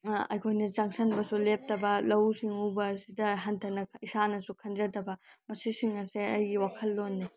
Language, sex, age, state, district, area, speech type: Manipuri, female, 18-30, Manipur, Senapati, rural, spontaneous